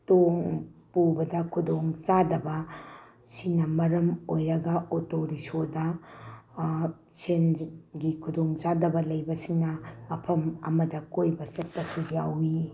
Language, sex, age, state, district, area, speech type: Manipuri, female, 45-60, Manipur, Bishnupur, rural, spontaneous